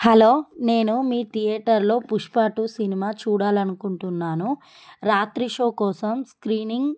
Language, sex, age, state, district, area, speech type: Telugu, female, 30-45, Telangana, Adilabad, rural, spontaneous